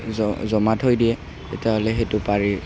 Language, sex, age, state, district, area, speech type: Assamese, male, 18-30, Assam, Kamrup Metropolitan, urban, spontaneous